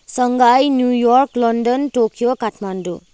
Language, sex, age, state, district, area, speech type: Nepali, female, 18-30, West Bengal, Kalimpong, rural, spontaneous